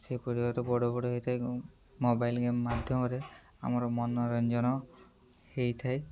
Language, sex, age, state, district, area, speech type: Odia, male, 18-30, Odisha, Mayurbhanj, rural, spontaneous